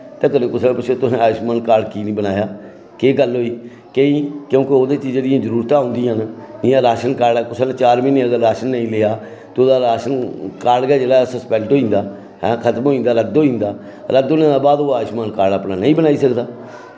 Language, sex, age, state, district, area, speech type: Dogri, male, 60+, Jammu and Kashmir, Samba, rural, spontaneous